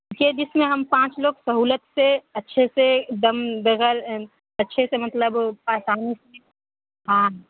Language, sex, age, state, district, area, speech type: Urdu, female, 18-30, Bihar, Saharsa, rural, conversation